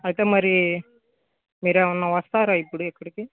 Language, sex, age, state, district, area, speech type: Telugu, male, 18-30, Andhra Pradesh, Guntur, urban, conversation